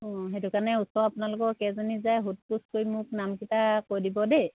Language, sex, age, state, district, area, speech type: Assamese, female, 30-45, Assam, Sivasagar, rural, conversation